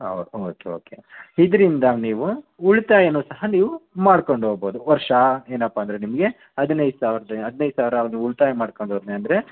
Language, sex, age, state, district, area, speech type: Kannada, male, 30-45, Karnataka, Chitradurga, rural, conversation